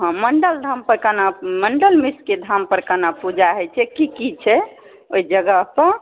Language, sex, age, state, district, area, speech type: Maithili, female, 30-45, Bihar, Saharsa, rural, conversation